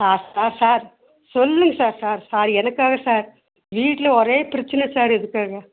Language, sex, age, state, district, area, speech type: Tamil, female, 60+, Tamil Nadu, Nilgiris, rural, conversation